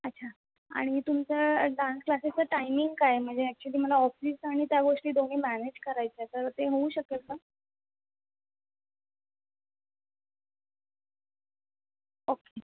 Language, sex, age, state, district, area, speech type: Marathi, female, 30-45, Maharashtra, Mumbai Suburban, urban, conversation